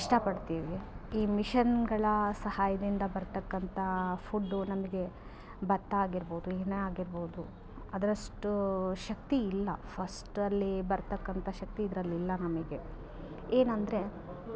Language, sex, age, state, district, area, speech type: Kannada, female, 30-45, Karnataka, Vijayanagara, rural, spontaneous